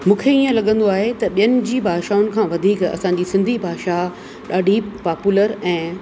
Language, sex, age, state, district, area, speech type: Sindhi, female, 60+, Rajasthan, Ajmer, urban, spontaneous